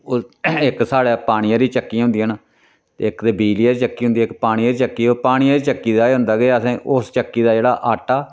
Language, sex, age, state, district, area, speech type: Dogri, male, 60+, Jammu and Kashmir, Reasi, rural, spontaneous